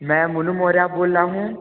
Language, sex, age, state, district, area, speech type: Hindi, male, 18-30, Uttar Pradesh, Mirzapur, urban, conversation